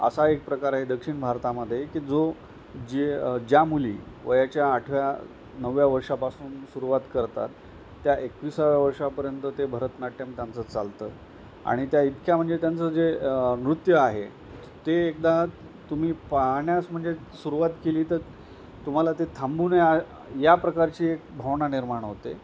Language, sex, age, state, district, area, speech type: Marathi, male, 45-60, Maharashtra, Nanded, rural, spontaneous